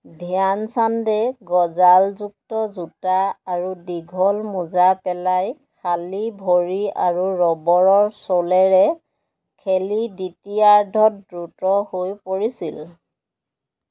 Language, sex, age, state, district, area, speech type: Assamese, female, 60+, Assam, Dhemaji, rural, read